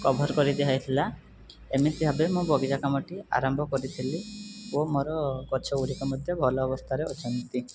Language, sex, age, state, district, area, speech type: Odia, male, 18-30, Odisha, Rayagada, rural, spontaneous